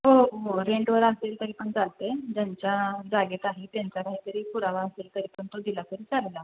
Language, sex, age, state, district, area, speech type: Marathi, female, 18-30, Maharashtra, Sangli, rural, conversation